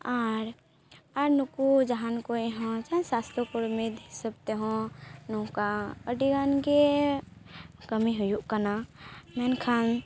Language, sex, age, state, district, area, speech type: Santali, female, 18-30, West Bengal, Purba Bardhaman, rural, spontaneous